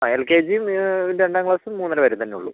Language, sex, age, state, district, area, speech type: Malayalam, male, 30-45, Kerala, Wayanad, rural, conversation